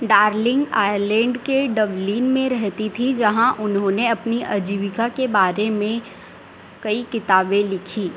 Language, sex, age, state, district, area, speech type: Hindi, female, 18-30, Madhya Pradesh, Harda, urban, read